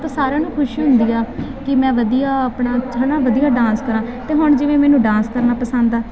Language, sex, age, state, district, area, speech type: Punjabi, female, 18-30, Punjab, Faridkot, urban, spontaneous